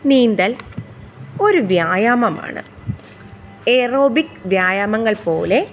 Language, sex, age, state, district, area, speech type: Malayalam, female, 30-45, Kerala, Thiruvananthapuram, urban, spontaneous